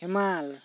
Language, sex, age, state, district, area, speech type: Santali, male, 18-30, West Bengal, Bankura, rural, spontaneous